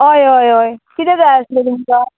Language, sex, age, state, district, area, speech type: Goan Konkani, female, 30-45, Goa, Murmgao, urban, conversation